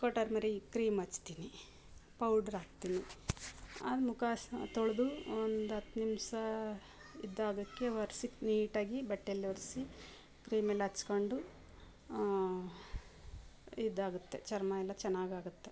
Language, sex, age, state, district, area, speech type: Kannada, female, 45-60, Karnataka, Mysore, rural, spontaneous